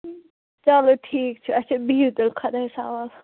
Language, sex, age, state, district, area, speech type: Kashmiri, female, 18-30, Jammu and Kashmir, Shopian, rural, conversation